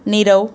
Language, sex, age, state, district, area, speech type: Gujarati, female, 30-45, Gujarat, Surat, urban, spontaneous